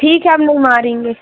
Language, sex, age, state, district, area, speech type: Hindi, female, 18-30, Madhya Pradesh, Seoni, urban, conversation